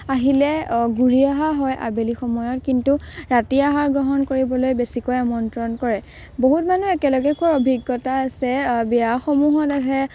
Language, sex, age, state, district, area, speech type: Assamese, female, 18-30, Assam, Morigaon, rural, spontaneous